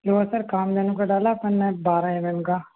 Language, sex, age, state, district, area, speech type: Hindi, male, 18-30, Madhya Pradesh, Hoshangabad, rural, conversation